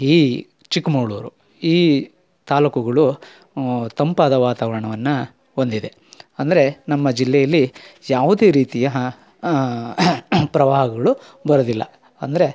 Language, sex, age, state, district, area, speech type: Kannada, male, 45-60, Karnataka, Chikkamagaluru, rural, spontaneous